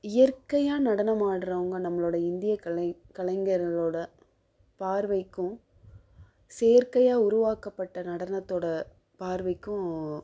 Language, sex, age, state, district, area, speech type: Tamil, female, 45-60, Tamil Nadu, Madurai, urban, spontaneous